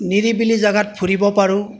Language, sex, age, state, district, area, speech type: Assamese, male, 45-60, Assam, Golaghat, rural, spontaneous